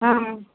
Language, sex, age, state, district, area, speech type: Telugu, female, 30-45, Telangana, Komaram Bheem, urban, conversation